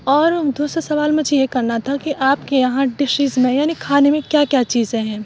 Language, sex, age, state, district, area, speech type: Urdu, female, 30-45, Uttar Pradesh, Aligarh, rural, spontaneous